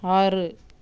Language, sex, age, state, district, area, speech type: Tamil, female, 30-45, Tamil Nadu, Thoothukudi, urban, read